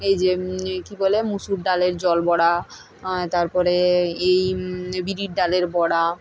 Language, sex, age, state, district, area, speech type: Bengali, female, 60+, West Bengal, Purba Medinipur, rural, spontaneous